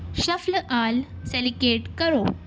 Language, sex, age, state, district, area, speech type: Urdu, female, 18-30, Telangana, Hyderabad, rural, read